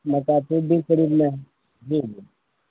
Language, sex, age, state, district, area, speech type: Urdu, male, 30-45, Bihar, Araria, rural, conversation